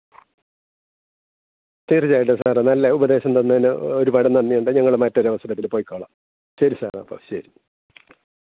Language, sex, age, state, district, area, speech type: Malayalam, male, 45-60, Kerala, Thiruvananthapuram, rural, conversation